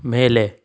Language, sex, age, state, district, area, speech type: Kannada, male, 45-60, Karnataka, Bidar, rural, read